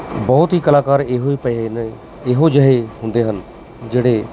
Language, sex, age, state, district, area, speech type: Punjabi, male, 45-60, Punjab, Mansa, urban, spontaneous